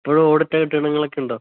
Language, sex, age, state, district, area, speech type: Malayalam, male, 18-30, Kerala, Kozhikode, rural, conversation